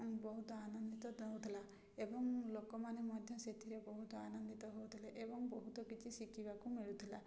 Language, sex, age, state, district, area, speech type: Odia, female, 30-45, Odisha, Mayurbhanj, rural, spontaneous